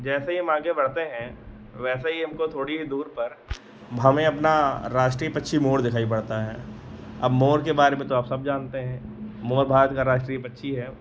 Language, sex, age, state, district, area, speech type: Hindi, male, 45-60, Uttar Pradesh, Lucknow, rural, spontaneous